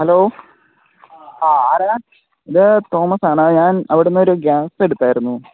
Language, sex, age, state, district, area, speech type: Malayalam, male, 18-30, Kerala, Thiruvananthapuram, rural, conversation